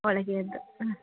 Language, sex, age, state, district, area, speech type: Kannada, female, 30-45, Karnataka, Udupi, rural, conversation